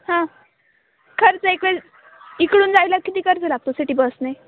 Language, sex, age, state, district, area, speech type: Marathi, female, 18-30, Maharashtra, Nashik, urban, conversation